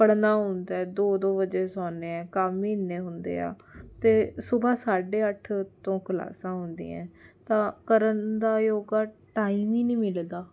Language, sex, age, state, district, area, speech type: Punjabi, female, 18-30, Punjab, Jalandhar, urban, spontaneous